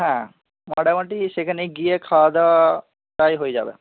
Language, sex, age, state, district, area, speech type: Bengali, male, 45-60, West Bengal, Jhargram, rural, conversation